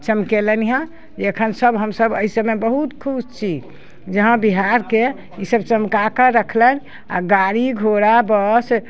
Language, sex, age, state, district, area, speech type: Maithili, female, 60+, Bihar, Muzaffarpur, urban, spontaneous